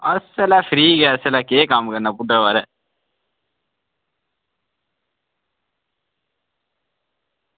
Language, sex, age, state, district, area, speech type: Dogri, male, 30-45, Jammu and Kashmir, Udhampur, rural, conversation